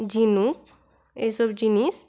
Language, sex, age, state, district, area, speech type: Bengali, female, 18-30, West Bengal, Purulia, rural, spontaneous